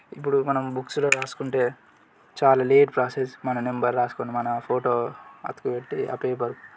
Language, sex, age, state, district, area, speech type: Telugu, male, 18-30, Telangana, Yadadri Bhuvanagiri, urban, spontaneous